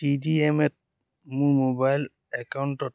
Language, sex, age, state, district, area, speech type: Assamese, male, 30-45, Assam, Dhemaji, rural, read